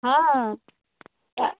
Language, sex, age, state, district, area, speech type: Maithili, female, 60+, Bihar, Muzaffarpur, urban, conversation